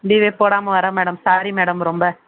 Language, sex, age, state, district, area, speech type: Tamil, female, 18-30, Tamil Nadu, Vellore, urban, conversation